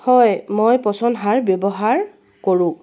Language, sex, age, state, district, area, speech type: Assamese, female, 45-60, Assam, Tinsukia, rural, spontaneous